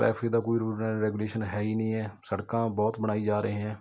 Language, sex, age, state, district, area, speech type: Punjabi, male, 30-45, Punjab, Mohali, urban, spontaneous